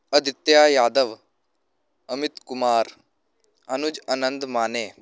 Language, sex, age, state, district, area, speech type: Punjabi, male, 18-30, Punjab, Shaheed Bhagat Singh Nagar, urban, spontaneous